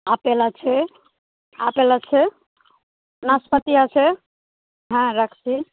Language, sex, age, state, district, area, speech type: Bengali, female, 30-45, West Bengal, Malda, urban, conversation